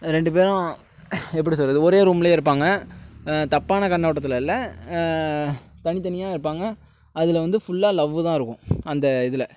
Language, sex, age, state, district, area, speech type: Tamil, male, 18-30, Tamil Nadu, Tiruvarur, urban, spontaneous